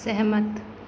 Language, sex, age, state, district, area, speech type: Hindi, female, 18-30, Madhya Pradesh, Narsinghpur, rural, read